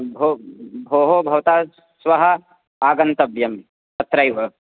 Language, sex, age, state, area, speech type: Sanskrit, male, 18-30, Uttar Pradesh, rural, conversation